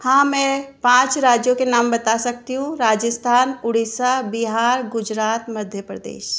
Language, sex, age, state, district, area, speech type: Hindi, female, 30-45, Rajasthan, Jaipur, urban, spontaneous